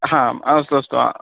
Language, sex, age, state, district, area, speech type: Sanskrit, male, 18-30, Karnataka, Uttara Kannada, rural, conversation